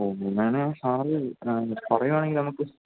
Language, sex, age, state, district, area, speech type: Malayalam, male, 18-30, Kerala, Idukki, rural, conversation